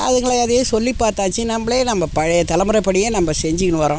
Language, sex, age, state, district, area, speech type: Tamil, female, 60+, Tamil Nadu, Tiruvannamalai, rural, spontaneous